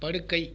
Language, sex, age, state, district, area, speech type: Tamil, male, 60+, Tamil Nadu, Viluppuram, rural, read